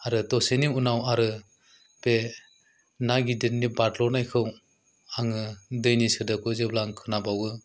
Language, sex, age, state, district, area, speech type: Bodo, male, 30-45, Assam, Chirang, rural, spontaneous